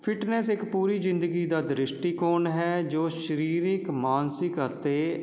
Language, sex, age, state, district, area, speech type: Punjabi, male, 30-45, Punjab, Jalandhar, urban, spontaneous